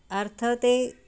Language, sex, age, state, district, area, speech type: Sanskrit, female, 45-60, Maharashtra, Nagpur, urban, spontaneous